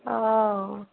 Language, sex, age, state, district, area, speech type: Assamese, female, 45-60, Assam, Nagaon, rural, conversation